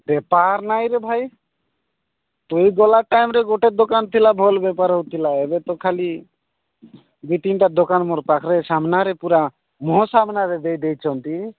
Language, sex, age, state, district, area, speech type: Odia, male, 45-60, Odisha, Nabarangpur, rural, conversation